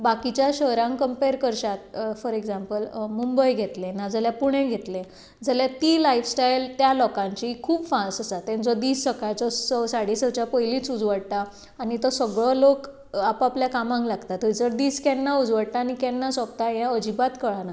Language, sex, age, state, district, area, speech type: Goan Konkani, female, 30-45, Goa, Tiswadi, rural, spontaneous